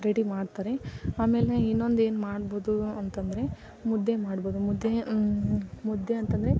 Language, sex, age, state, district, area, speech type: Kannada, female, 18-30, Karnataka, Koppal, rural, spontaneous